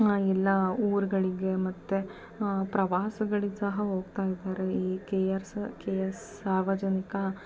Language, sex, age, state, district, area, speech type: Kannada, female, 30-45, Karnataka, Davanagere, rural, spontaneous